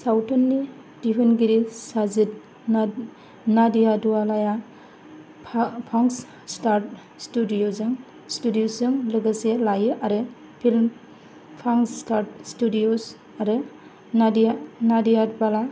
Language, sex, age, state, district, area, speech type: Bodo, female, 30-45, Assam, Kokrajhar, rural, read